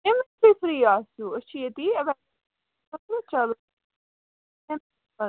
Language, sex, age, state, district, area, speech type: Kashmiri, female, 45-60, Jammu and Kashmir, Srinagar, urban, conversation